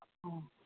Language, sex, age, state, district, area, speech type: Manipuri, female, 60+, Manipur, Imphal West, urban, conversation